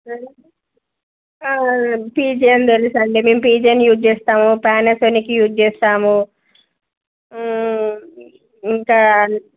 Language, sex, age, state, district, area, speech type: Telugu, female, 30-45, Telangana, Jangaon, rural, conversation